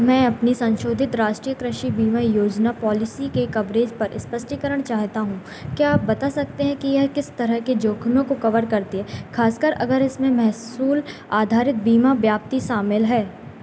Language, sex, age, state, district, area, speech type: Hindi, female, 18-30, Madhya Pradesh, Narsinghpur, rural, read